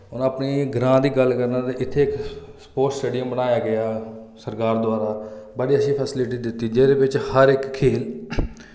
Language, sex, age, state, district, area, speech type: Dogri, male, 30-45, Jammu and Kashmir, Reasi, rural, spontaneous